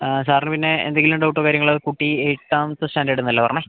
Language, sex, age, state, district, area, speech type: Malayalam, male, 30-45, Kerala, Kozhikode, urban, conversation